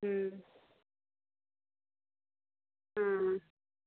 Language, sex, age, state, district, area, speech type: Dogri, female, 30-45, Jammu and Kashmir, Udhampur, rural, conversation